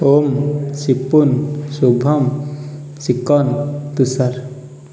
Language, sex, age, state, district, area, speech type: Odia, male, 18-30, Odisha, Puri, urban, spontaneous